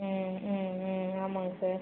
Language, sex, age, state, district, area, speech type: Tamil, female, 18-30, Tamil Nadu, Pudukkottai, rural, conversation